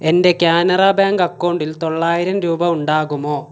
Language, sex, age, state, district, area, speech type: Malayalam, male, 18-30, Kerala, Kasaragod, rural, read